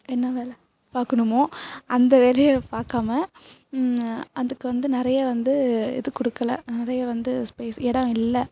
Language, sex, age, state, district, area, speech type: Tamil, female, 18-30, Tamil Nadu, Thanjavur, urban, spontaneous